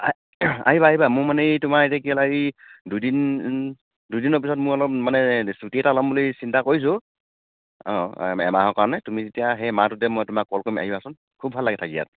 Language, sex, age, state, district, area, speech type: Assamese, male, 45-60, Assam, Tinsukia, rural, conversation